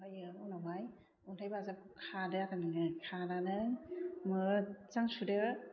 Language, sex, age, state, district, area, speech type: Bodo, female, 30-45, Assam, Chirang, urban, spontaneous